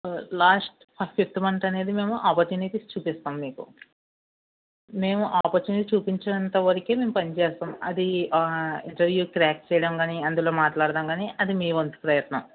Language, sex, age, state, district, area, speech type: Telugu, male, 60+, Andhra Pradesh, West Godavari, rural, conversation